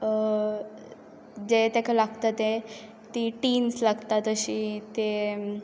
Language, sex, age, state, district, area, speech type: Goan Konkani, female, 18-30, Goa, Quepem, rural, spontaneous